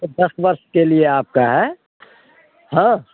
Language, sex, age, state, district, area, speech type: Hindi, male, 60+, Bihar, Muzaffarpur, rural, conversation